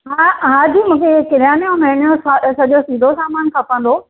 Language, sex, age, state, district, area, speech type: Sindhi, female, 45-60, Maharashtra, Thane, urban, conversation